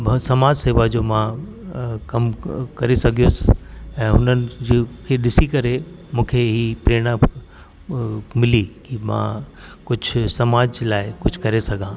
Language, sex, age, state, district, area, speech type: Sindhi, male, 60+, Delhi, South Delhi, urban, spontaneous